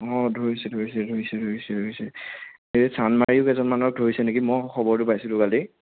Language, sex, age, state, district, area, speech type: Assamese, male, 30-45, Assam, Sonitpur, rural, conversation